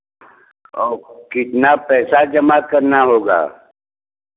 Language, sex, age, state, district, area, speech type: Hindi, male, 60+, Uttar Pradesh, Varanasi, rural, conversation